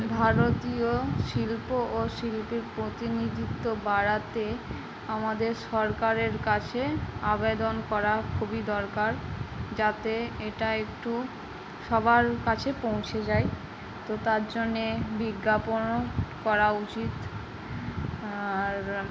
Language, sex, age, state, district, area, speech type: Bengali, female, 18-30, West Bengal, Howrah, urban, spontaneous